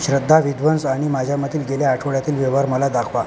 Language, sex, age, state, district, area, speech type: Marathi, male, 18-30, Maharashtra, Akola, rural, read